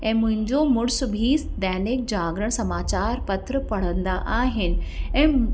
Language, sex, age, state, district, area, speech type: Sindhi, female, 30-45, Uttar Pradesh, Lucknow, urban, spontaneous